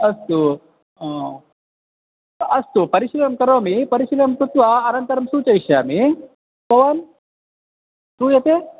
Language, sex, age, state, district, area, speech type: Sanskrit, male, 30-45, Karnataka, Bangalore Urban, urban, conversation